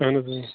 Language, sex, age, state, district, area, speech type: Kashmiri, male, 18-30, Jammu and Kashmir, Bandipora, rural, conversation